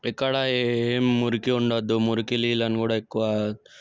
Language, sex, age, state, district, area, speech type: Telugu, male, 18-30, Telangana, Sangareddy, urban, spontaneous